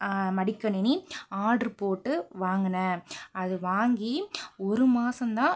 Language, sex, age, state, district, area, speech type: Tamil, female, 18-30, Tamil Nadu, Pudukkottai, rural, spontaneous